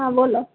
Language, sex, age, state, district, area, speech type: Gujarati, female, 30-45, Gujarat, Morbi, urban, conversation